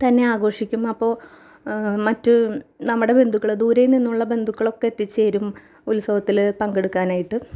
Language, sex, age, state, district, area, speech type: Malayalam, female, 30-45, Kerala, Ernakulam, rural, spontaneous